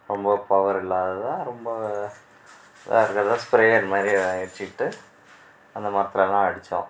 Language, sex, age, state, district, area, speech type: Tamil, male, 45-60, Tamil Nadu, Mayiladuthurai, rural, spontaneous